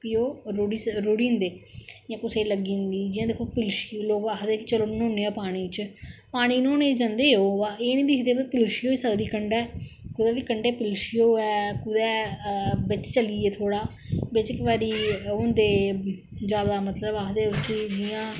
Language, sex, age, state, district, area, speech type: Dogri, female, 45-60, Jammu and Kashmir, Samba, rural, spontaneous